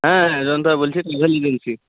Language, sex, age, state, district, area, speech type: Bengali, male, 30-45, West Bengal, Bankura, urban, conversation